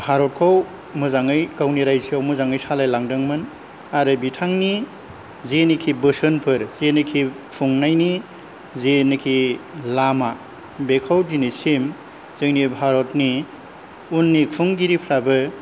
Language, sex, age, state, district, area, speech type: Bodo, male, 60+, Assam, Kokrajhar, rural, spontaneous